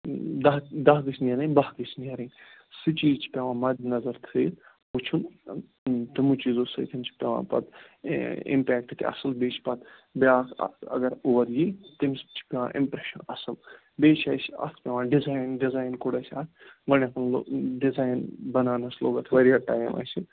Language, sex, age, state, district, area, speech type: Kashmiri, male, 30-45, Jammu and Kashmir, Ganderbal, rural, conversation